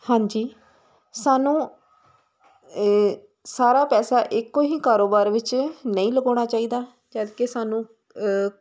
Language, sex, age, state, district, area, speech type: Punjabi, female, 30-45, Punjab, Hoshiarpur, rural, spontaneous